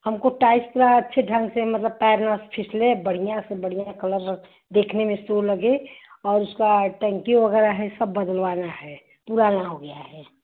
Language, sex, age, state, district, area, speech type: Hindi, female, 45-60, Uttar Pradesh, Ghazipur, urban, conversation